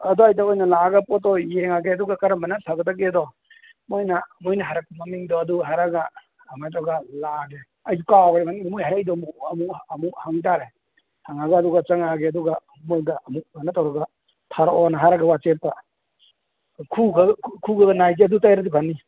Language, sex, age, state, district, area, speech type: Manipuri, male, 45-60, Manipur, Imphal East, rural, conversation